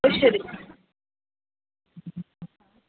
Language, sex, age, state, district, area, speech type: Kannada, female, 18-30, Karnataka, Tumkur, rural, conversation